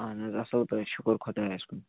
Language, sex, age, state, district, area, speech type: Kashmiri, male, 45-60, Jammu and Kashmir, Srinagar, urban, conversation